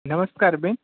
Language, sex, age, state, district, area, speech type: Gujarati, male, 18-30, Gujarat, Rajkot, urban, conversation